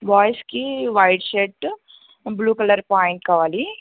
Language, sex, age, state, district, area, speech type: Telugu, female, 18-30, Andhra Pradesh, Krishna, urban, conversation